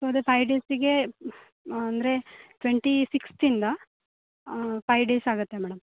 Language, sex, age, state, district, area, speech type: Kannada, female, 18-30, Karnataka, Uttara Kannada, rural, conversation